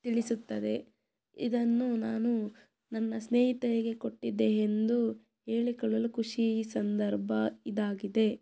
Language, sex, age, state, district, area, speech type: Kannada, female, 18-30, Karnataka, Tumkur, rural, spontaneous